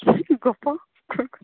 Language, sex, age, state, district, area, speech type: Odia, female, 45-60, Odisha, Sundergarh, rural, conversation